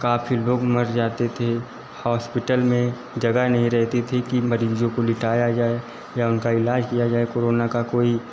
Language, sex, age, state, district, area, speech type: Hindi, male, 30-45, Uttar Pradesh, Lucknow, rural, spontaneous